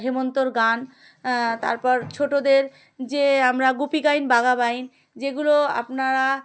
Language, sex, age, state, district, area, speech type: Bengali, female, 30-45, West Bengal, Darjeeling, urban, spontaneous